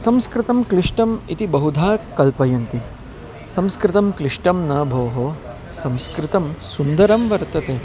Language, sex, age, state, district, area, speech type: Sanskrit, male, 30-45, Karnataka, Bangalore Urban, urban, spontaneous